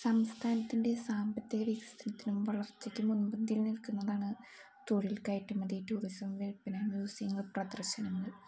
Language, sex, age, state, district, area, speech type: Malayalam, female, 18-30, Kerala, Wayanad, rural, spontaneous